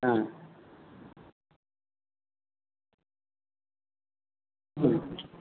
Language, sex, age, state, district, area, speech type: Bengali, male, 60+, West Bengal, Jhargram, rural, conversation